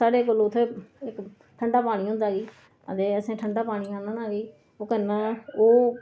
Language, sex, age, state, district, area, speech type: Dogri, female, 45-60, Jammu and Kashmir, Reasi, rural, spontaneous